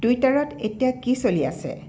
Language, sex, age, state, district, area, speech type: Assamese, female, 45-60, Assam, Tinsukia, rural, read